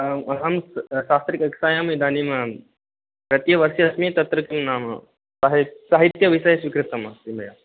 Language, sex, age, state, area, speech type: Sanskrit, male, 18-30, Rajasthan, rural, conversation